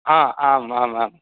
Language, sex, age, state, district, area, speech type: Sanskrit, male, 18-30, Karnataka, Uttara Kannada, rural, conversation